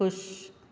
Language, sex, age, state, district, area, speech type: Sindhi, other, 60+, Maharashtra, Thane, urban, read